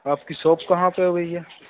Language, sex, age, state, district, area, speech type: Hindi, male, 18-30, Madhya Pradesh, Hoshangabad, rural, conversation